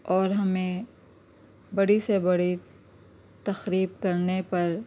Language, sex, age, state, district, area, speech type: Urdu, female, 30-45, Telangana, Hyderabad, urban, spontaneous